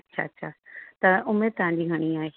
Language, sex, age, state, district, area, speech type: Sindhi, female, 45-60, Uttar Pradesh, Lucknow, rural, conversation